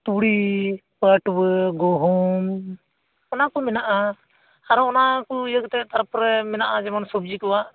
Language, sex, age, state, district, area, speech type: Santali, male, 18-30, West Bengal, Uttar Dinajpur, rural, conversation